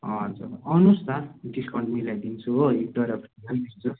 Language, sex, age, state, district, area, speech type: Nepali, male, 18-30, West Bengal, Darjeeling, rural, conversation